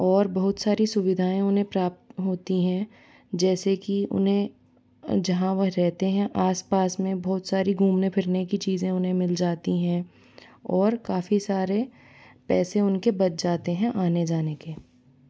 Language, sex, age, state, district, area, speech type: Hindi, female, 18-30, Rajasthan, Jaipur, urban, spontaneous